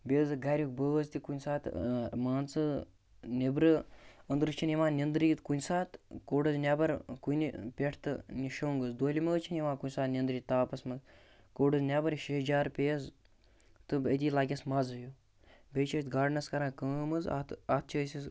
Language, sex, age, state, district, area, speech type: Kashmiri, male, 18-30, Jammu and Kashmir, Bandipora, rural, spontaneous